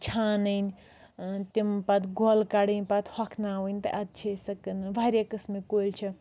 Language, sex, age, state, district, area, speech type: Kashmiri, female, 30-45, Jammu and Kashmir, Anantnag, rural, spontaneous